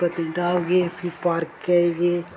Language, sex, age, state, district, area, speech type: Dogri, male, 18-30, Jammu and Kashmir, Reasi, rural, spontaneous